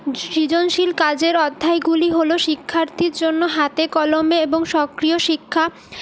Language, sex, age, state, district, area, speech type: Bengali, female, 30-45, West Bengal, Purulia, urban, spontaneous